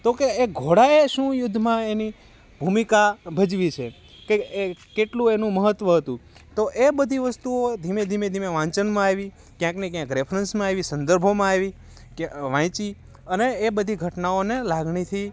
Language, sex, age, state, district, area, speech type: Gujarati, male, 30-45, Gujarat, Rajkot, rural, spontaneous